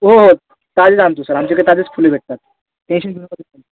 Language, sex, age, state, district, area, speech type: Marathi, male, 18-30, Maharashtra, Thane, urban, conversation